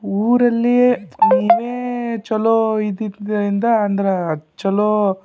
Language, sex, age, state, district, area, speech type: Kannada, male, 30-45, Karnataka, Shimoga, rural, spontaneous